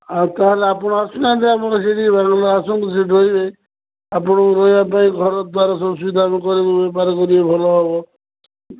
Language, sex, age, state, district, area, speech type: Odia, male, 60+, Odisha, Gajapati, rural, conversation